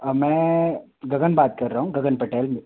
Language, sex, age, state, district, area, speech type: Hindi, male, 30-45, Madhya Pradesh, Bhopal, urban, conversation